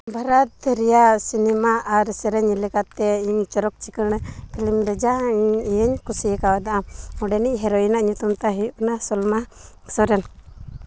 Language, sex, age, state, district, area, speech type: Santali, female, 18-30, Jharkhand, Seraikela Kharsawan, rural, spontaneous